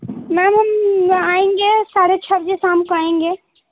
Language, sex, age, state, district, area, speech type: Hindi, female, 18-30, Uttar Pradesh, Jaunpur, urban, conversation